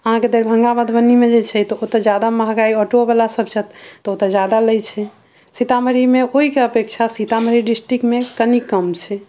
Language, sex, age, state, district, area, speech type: Maithili, female, 45-60, Bihar, Sitamarhi, urban, spontaneous